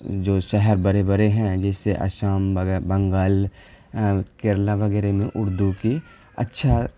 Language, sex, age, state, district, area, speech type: Urdu, male, 18-30, Bihar, Khagaria, rural, spontaneous